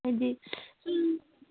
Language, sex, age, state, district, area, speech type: Manipuri, female, 30-45, Manipur, Kangpokpi, urban, conversation